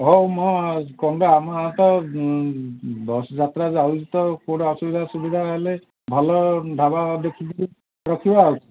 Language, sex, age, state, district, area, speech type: Odia, male, 60+, Odisha, Gajapati, rural, conversation